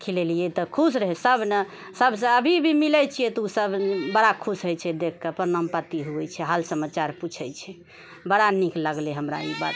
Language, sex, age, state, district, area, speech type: Maithili, female, 45-60, Bihar, Purnia, rural, spontaneous